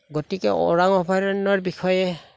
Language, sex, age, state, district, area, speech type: Assamese, male, 60+, Assam, Udalguri, rural, spontaneous